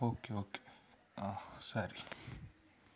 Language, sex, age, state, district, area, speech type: Kannada, male, 18-30, Karnataka, Udupi, rural, spontaneous